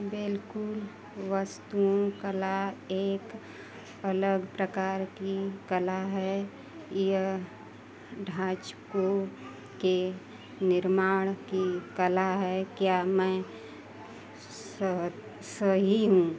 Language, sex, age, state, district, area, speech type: Hindi, female, 30-45, Uttar Pradesh, Mau, rural, read